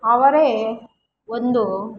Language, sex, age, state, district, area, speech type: Kannada, female, 18-30, Karnataka, Kolar, rural, spontaneous